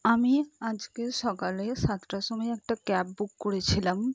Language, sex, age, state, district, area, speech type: Bengali, female, 30-45, West Bengal, Purba Bardhaman, urban, spontaneous